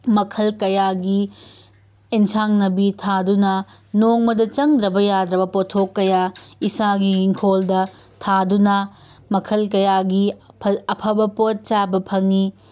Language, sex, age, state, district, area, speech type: Manipuri, female, 30-45, Manipur, Tengnoupal, urban, spontaneous